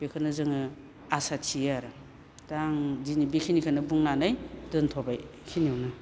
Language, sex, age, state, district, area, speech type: Bodo, female, 60+, Assam, Baksa, urban, spontaneous